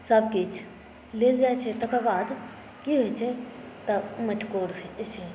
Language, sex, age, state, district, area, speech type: Maithili, female, 18-30, Bihar, Saharsa, urban, spontaneous